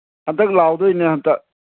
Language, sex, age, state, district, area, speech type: Manipuri, male, 60+, Manipur, Kangpokpi, urban, conversation